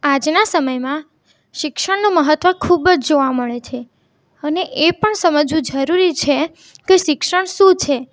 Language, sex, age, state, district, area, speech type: Gujarati, female, 18-30, Gujarat, Mehsana, rural, spontaneous